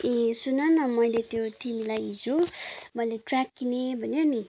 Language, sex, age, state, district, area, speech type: Nepali, female, 18-30, West Bengal, Kalimpong, rural, spontaneous